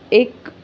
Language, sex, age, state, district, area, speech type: Marathi, female, 18-30, Maharashtra, Amravati, rural, spontaneous